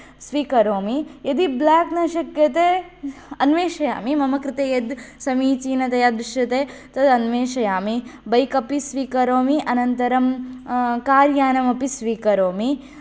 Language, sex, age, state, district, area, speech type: Sanskrit, female, 18-30, Karnataka, Haveri, rural, spontaneous